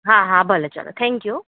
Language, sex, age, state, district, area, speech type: Gujarati, female, 30-45, Gujarat, Ahmedabad, urban, conversation